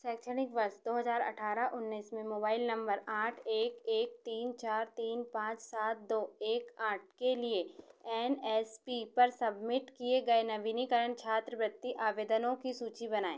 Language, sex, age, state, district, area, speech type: Hindi, female, 30-45, Madhya Pradesh, Chhindwara, urban, read